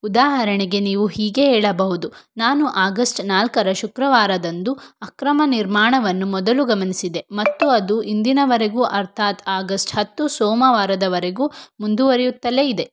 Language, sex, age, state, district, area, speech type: Kannada, female, 18-30, Karnataka, Shimoga, rural, read